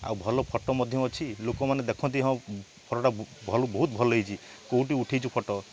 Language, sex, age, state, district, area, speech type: Odia, male, 30-45, Odisha, Balasore, rural, spontaneous